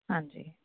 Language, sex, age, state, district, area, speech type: Punjabi, female, 30-45, Punjab, Fatehgarh Sahib, rural, conversation